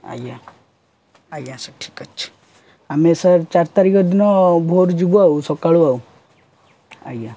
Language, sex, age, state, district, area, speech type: Odia, male, 18-30, Odisha, Jagatsinghpur, urban, spontaneous